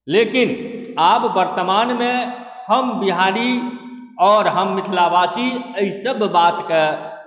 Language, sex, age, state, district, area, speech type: Maithili, male, 45-60, Bihar, Supaul, urban, spontaneous